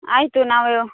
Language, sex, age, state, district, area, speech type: Kannada, female, 18-30, Karnataka, Bagalkot, rural, conversation